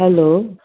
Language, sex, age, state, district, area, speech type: Nepali, female, 60+, West Bengal, Jalpaiguri, rural, conversation